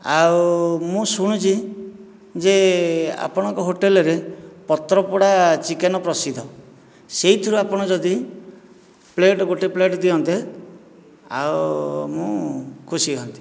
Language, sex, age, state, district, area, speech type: Odia, male, 45-60, Odisha, Nayagarh, rural, spontaneous